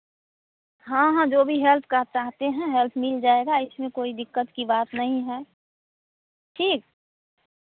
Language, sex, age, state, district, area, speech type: Hindi, female, 45-60, Bihar, Madhepura, rural, conversation